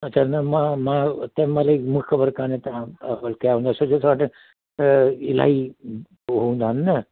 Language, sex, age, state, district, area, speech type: Sindhi, male, 60+, Delhi, South Delhi, rural, conversation